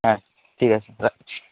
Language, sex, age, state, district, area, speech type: Bengali, male, 18-30, West Bengal, South 24 Parganas, rural, conversation